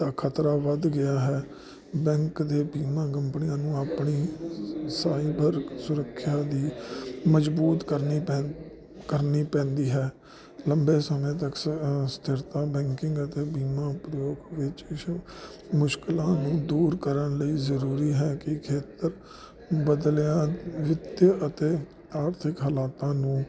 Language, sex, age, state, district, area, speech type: Punjabi, male, 30-45, Punjab, Jalandhar, urban, spontaneous